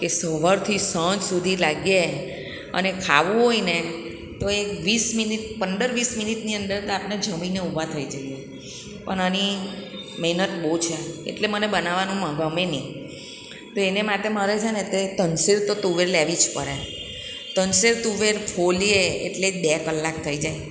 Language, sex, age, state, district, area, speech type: Gujarati, female, 60+, Gujarat, Surat, urban, spontaneous